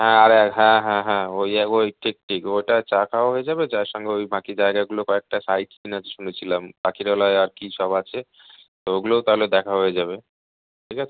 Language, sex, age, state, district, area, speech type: Bengali, male, 30-45, West Bengal, South 24 Parganas, rural, conversation